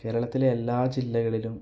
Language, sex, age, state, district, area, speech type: Malayalam, male, 18-30, Kerala, Kasaragod, rural, spontaneous